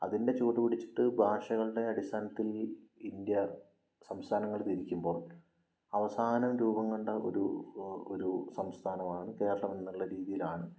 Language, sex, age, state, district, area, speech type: Malayalam, male, 18-30, Kerala, Wayanad, rural, spontaneous